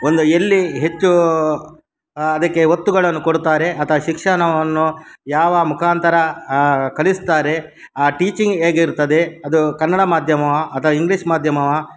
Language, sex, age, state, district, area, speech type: Kannada, male, 60+, Karnataka, Udupi, rural, spontaneous